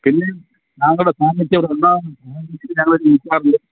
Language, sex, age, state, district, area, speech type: Malayalam, male, 60+, Kerala, Kollam, rural, conversation